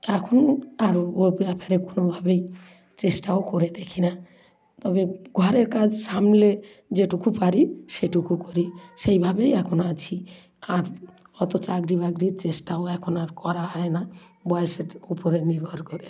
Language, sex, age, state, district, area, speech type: Bengali, female, 60+, West Bengal, South 24 Parganas, rural, spontaneous